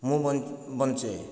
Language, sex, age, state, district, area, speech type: Odia, male, 45-60, Odisha, Nayagarh, rural, spontaneous